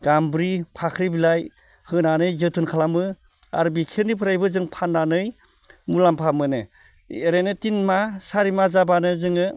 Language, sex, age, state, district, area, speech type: Bodo, male, 45-60, Assam, Baksa, urban, spontaneous